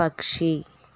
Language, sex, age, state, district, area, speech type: Telugu, female, 18-30, Andhra Pradesh, N T Rama Rao, rural, read